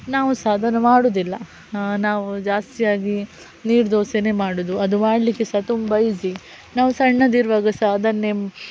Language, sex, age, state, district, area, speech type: Kannada, female, 30-45, Karnataka, Udupi, rural, spontaneous